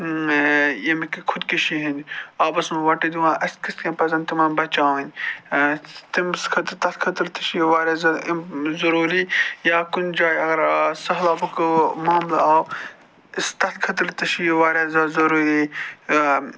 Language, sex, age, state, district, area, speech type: Kashmiri, male, 45-60, Jammu and Kashmir, Budgam, urban, spontaneous